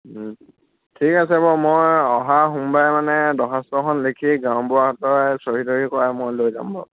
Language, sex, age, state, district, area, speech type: Assamese, male, 18-30, Assam, Lakhimpur, rural, conversation